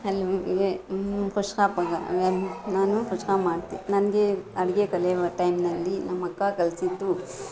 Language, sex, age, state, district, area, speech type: Kannada, female, 45-60, Karnataka, Bangalore Urban, urban, spontaneous